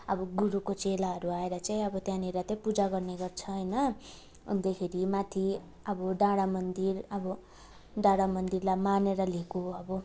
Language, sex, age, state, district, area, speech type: Nepali, female, 18-30, West Bengal, Darjeeling, rural, spontaneous